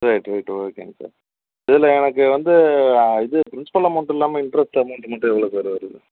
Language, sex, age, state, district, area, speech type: Tamil, male, 45-60, Tamil Nadu, Dharmapuri, rural, conversation